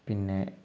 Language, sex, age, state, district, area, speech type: Malayalam, male, 18-30, Kerala, Malappuram, rural, spontaneous